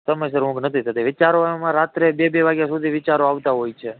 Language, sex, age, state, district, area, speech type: Gujarati, male, 30-45, Gujarat, Rajkot, rural, conversation